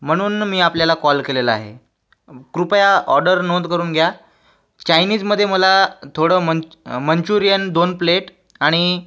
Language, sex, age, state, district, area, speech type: Marathi, male, 18-30, Maharashtra, Washim, rural, spontaneous